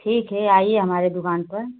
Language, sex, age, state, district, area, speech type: Hindi, female, 30-45, Uttar Pradesh, Azamgarh, rural, conversation